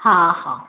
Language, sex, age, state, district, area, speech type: Sindhi, female, 30-45, Maharashtra, Thane, urban, conversation